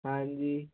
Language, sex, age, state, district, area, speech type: Punjabi, male, 18-30, Punjab, Hoshiarpur, rural, conversation